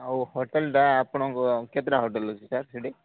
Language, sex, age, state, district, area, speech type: Odia, male, 30-45, Odisha, Koraput, urban, conversation